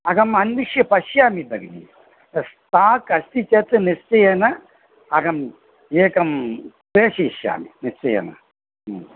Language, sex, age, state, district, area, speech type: Sanskrit, male, 60+, Tamil Nadu, Coimbatore, urban, conversation